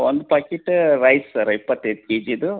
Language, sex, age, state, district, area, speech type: Kannada, male, 45-60, Karnataka, Gadag, rural, conversation